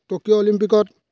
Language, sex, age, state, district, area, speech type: Assamese, male, 30-45, Assam, Golaghat, urban, spontaneous